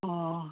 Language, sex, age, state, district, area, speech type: Manipuri, female, 60+, Manipur, Imphal East, rural, conversation